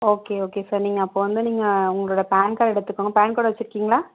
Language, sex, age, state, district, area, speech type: Tamil, female, 30-45, Tamil Nadu, Mayiladuthurai, rural, conversation